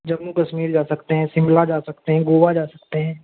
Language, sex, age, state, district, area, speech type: Hindi, male, 18-30, Madhya Pradesh, Bhopal, rural, conversation